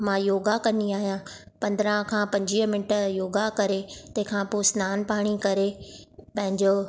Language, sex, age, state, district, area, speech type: Sindhi, female, 30-45, Maharashtra, Thane, urban, spontaneous